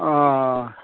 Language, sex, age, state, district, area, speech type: Bodo, male, 60+, Assam, Kokrajhar, urban, conversation